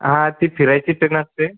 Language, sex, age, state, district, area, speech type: Marathi, male, 18-30, Maharashtra, Buldhana, urban, conversation